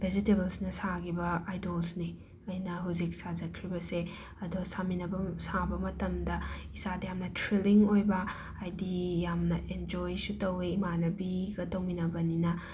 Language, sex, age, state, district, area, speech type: Manipuri, female, 30-45, Manipur, Imphal West, urban, spontaneous